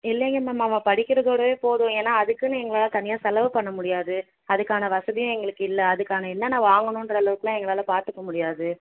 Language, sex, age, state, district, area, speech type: Tamil, female, 18-30, Tamil Nadu, Vellore, urban, conversation